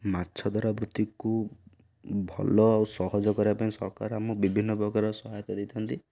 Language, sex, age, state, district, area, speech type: Odia, male, 30-45, Odisha, Ganjam, urban, spontaneous